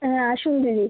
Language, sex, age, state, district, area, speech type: Bengali, female, 18-30, West Bengal, South 24 Parganas, rural, conversation